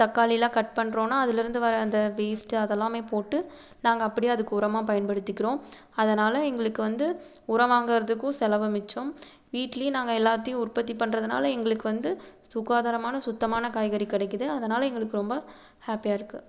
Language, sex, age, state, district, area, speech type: Tamil, female, 18-30, Tamil Nadu, Erode, urban, spontaneous